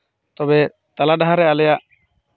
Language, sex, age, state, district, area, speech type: Santali, male, 30-45, West Bengal, Birbhum, rural, spontaneous